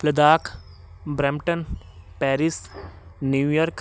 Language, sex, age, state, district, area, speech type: Punjabi, male, 18-30, Punjab, Shaheed Bhagat Singh Nagar, urban, spontaneous